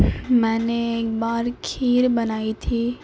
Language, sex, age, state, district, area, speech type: Urdu, female, 18-30, Uttar Pradesh, Gautam Buddha Nagar, urban, spontaneous